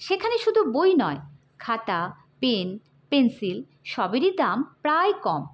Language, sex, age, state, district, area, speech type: Bengali, female, 18-30, West Bengal, Hooghly, urban, spontaneous